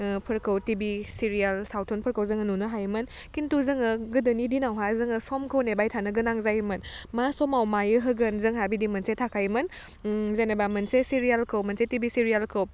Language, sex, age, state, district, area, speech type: Bodo, female, 30-45, Assam, Udalguri, urban, spontaneous